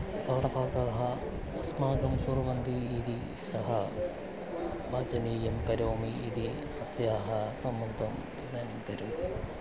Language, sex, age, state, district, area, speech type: Sanskrit, male, 30-45, Kerala, Thiruvananthapuram, urban, spontaneous